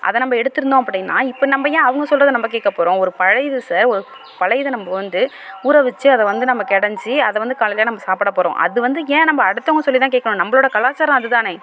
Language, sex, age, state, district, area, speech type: Tamil, female, 18-30, Tamil Nadu, Mayiladuthurai, rural, spontaneous